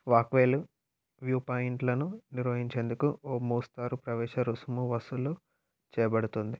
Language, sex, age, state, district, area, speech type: Telugu, male, 18-30, Telangana, Peddapalli, rural, read